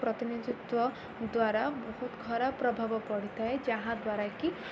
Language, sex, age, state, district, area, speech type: Odia, female, 18-30, Odisha, Ganjam, urban, spontaneous